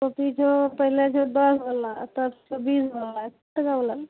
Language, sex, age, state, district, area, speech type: Maithili, male, 30-45, Bihar, Araria, rural, conversation